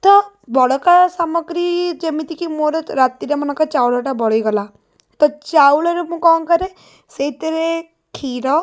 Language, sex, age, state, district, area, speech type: Odia, female, 30-45, Odisha, Puri, urban, spontaneous